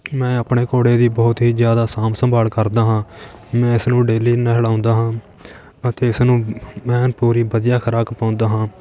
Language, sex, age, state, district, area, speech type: Punjabi, male, 18-30, Punjab, Fatehgarh Sahib, rural, spontaneous